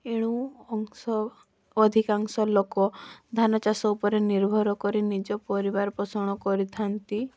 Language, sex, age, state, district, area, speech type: Odia, female, 18-30, Odisha, Mayurbhanj, rural, spontaneous